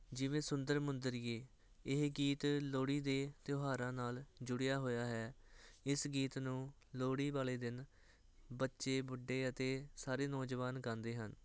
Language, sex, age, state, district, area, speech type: Punjabi, male, 18-30, Punjab, Hoshiarpur, urban, spontaneous